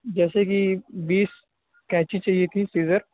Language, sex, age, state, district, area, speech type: Urdu, male, 18-30, Bihar, Purnia, rural, conversation